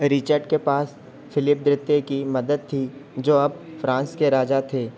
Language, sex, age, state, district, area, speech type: Hindi, male, 30-45, Madhya Pradesh, Harda, urban, read